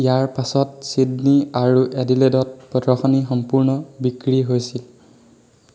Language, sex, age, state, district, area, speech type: Assamese, male, 18-30, Assam, Sivasagar, urban, read